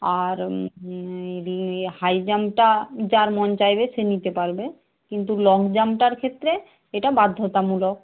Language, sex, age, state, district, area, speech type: Bengali, female, 30-45, West Bengal, Purba Medinipur, rural, conversation